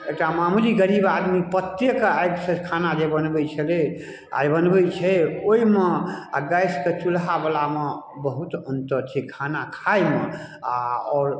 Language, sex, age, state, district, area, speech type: Maithili, male, 60+, Bihar, Darbhanga, rural, spontaneous